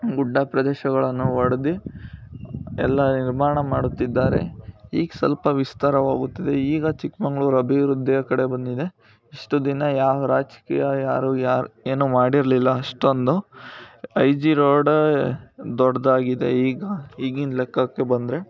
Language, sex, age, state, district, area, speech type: Kannada, male, 18-30, Karnataka, Chikkamagaluru, rural, spontaneous